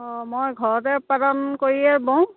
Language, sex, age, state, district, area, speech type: Assamese, female, 30-45, Assam, Dhemaji, rural, conversation